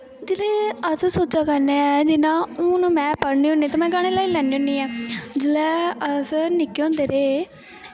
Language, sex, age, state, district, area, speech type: Dogri, female, 18-30, Jammu and Kashmir, Kathua, rural, spontaneous